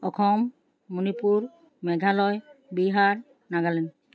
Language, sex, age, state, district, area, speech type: Assamese, female, 60+, Assam, Charaideo, urban, spontaneous